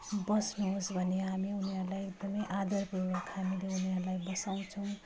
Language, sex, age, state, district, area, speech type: Nepali, female, 30-45, West Bengal, Jalpaiguri, rural, spontaneous